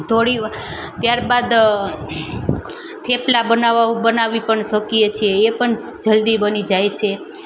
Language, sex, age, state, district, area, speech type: Gujarati, female, 30-45, Gujarat, Junagadh, urban, spontaneous